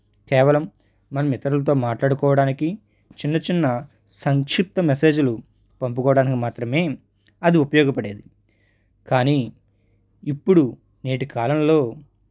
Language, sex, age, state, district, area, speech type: Telugu, male, 30-45, Andhra Pradesh, East Godavari, rural, spontaneous